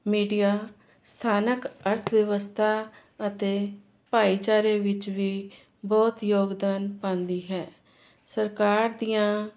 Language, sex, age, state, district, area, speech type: Punjabi, female, 45-60, Punjab, Jalandhar, urban, spontaneous